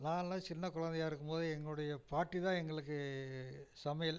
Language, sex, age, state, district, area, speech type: Tamil, male, 60+, Tamil Nadu, Namakkal, rural, spontaneous